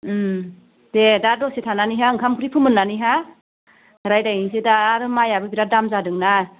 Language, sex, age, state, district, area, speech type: Bodo, female, 45-60, Assam, Udalguri, rural, conversation